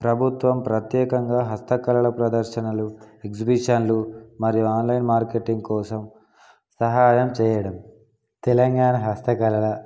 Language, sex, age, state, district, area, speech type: Telugu, male, 18-30, Telangana, Peddapalli, urban, spontaneous